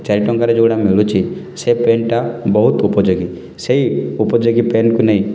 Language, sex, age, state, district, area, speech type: Odia, male, 30-45, Odisha, Kalahandi, rural, spontaneous